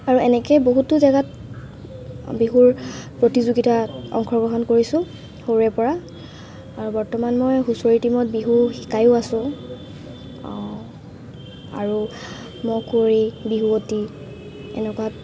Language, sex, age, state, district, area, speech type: Assamese, female, 18-30, Assam, Sivasagar, urban, spontaneous